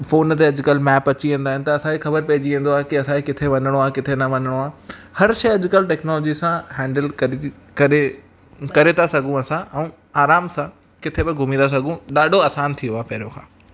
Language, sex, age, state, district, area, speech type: Sindhi, male, 18-30, Rajasthan, Ajmer, urban, spontaneous